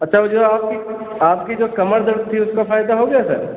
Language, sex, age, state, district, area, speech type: Hindi, male, 30-45, Uttar Pradesh, Sitapur, rural, conversation